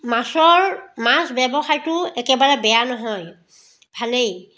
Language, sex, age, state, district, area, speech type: Assamese, female, 45-60, Assam, Biswanath, rural, spontaneous